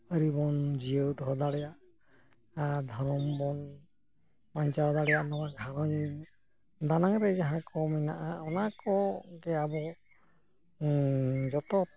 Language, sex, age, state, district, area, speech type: Santali, male, 60+, West Bengal, Purulia, rural, spontaneous